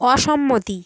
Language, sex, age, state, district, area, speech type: Bengali, female, 30-45, West Bengal, South 24 Parganas, rural, read